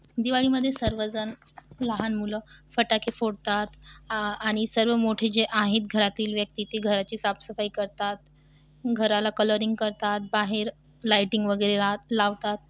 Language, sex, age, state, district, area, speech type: Marathi, female, 18-30, Maharashtra, Washim, urban, spontaneous